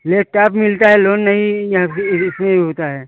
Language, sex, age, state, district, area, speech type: Hindi, male, 45-60, Uttar Pradesh, Prayagraj, rural, conversation